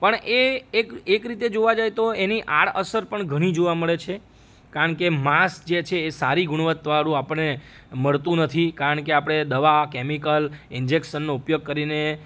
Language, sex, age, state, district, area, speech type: Gujarati, male, 30-45, Gujarat, Rajkot, rural, spontaneous